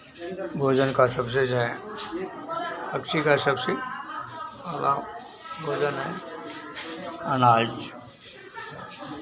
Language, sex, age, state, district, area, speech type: Hindi, male, 45-60, Bihar, Madhepura, rural, spontaneous